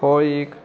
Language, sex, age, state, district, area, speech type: Goan Konkani, male, 30-45, Goa, Murmgao, rural, spontaneous